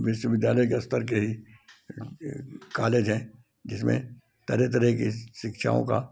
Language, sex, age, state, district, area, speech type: Hindi, male, 60+, Madhya Pradesh, Gwalior, rural, spontaneous